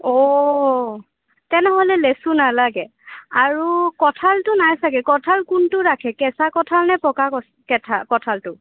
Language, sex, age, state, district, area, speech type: Assamese, female, 18-30, Assam, Kamrup Metropolitan, urban, conversation